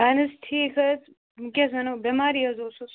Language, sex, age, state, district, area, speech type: Kashmiri, male, 18-30, Jammu and Kashmir, Kupwara, rural, conversation